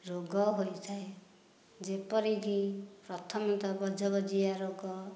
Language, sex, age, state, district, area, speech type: Odia, female, 30-45, Odisha, Dhenkanal, rural, spontaneous